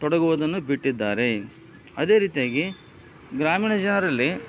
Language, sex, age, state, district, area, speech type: Kannada, male, 45-60, Karnataka, Koppal, rural, spontaneous